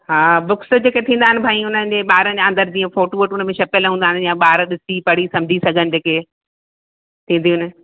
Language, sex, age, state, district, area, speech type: Sindhi, female, 45-60, Madhya Pradesh, Katni, rural, conversation